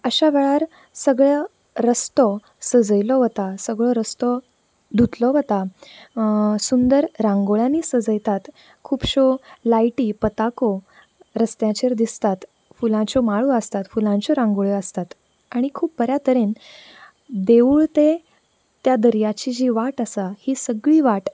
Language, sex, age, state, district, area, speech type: Goan Konkani, female, 18-30, Goa, Canacona, urban, spontaneous